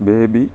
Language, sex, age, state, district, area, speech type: Malayalam, male, 45-60, Kerala, Kollam, rural, spontaneous